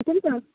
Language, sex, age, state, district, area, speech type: Urdu, female, 18-30, Bihar, Khagaria, rural, conversation